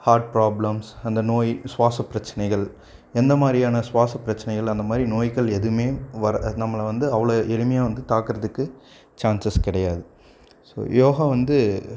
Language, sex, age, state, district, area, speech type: Tamil, male, 18-30, Tamil Nadu, Coimbatore, rural, spontaneous